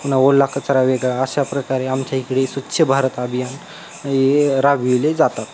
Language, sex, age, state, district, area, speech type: Marathi, male, 18-30, Maharashtra, Beed, rural, spontaneous